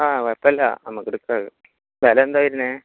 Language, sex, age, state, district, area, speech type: Malayalam, male, 18-30, Kerala, Malappuram, rural, conversation